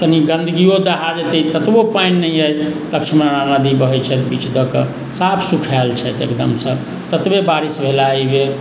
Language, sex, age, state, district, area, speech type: Maithili, male, 45-60, Bihar, Sitamarhi, urban, spontaneous